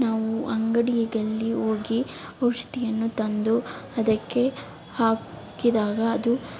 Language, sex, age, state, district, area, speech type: Kannada, female, 18-30, Karnataka, Chamarajanagar, urban, spontaneous